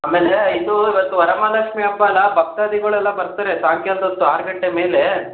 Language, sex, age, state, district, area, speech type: Kannada, male, 18-30, Karnataka, Chitradurga, urban, conversation